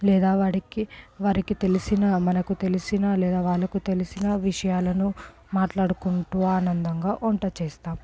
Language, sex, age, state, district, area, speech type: Telugu, female, 18-30, Telangana, Medchal, urban, spontaneous